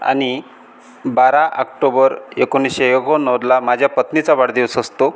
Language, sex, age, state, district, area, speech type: Marathi, male, 45-60, Maharashtra, Amravati, rural, spontaneous